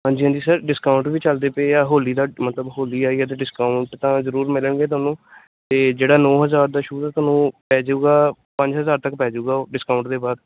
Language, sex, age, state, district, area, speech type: Punjabi, male, 18-30, Punjab, Pathankot, rural, conversation